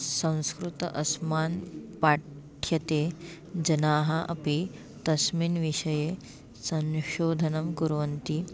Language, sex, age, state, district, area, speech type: Sanskrit, female, 18-30, Maharashtra, Chandrapur, urban, spontaneous